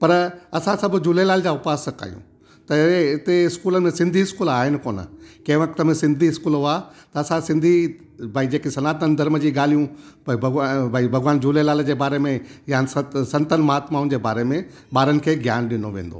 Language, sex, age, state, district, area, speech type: Sindhi, male, 60+, Gujarat, Junagadh, rural, spontaneous